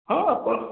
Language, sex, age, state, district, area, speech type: Odia, male, 30-45, Odisha, Khordha, rural, conversation